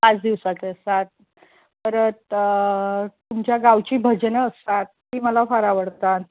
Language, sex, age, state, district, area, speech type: Marathi, female, 45-60, Maharashtra, Mumbai Suburban, urban, conversation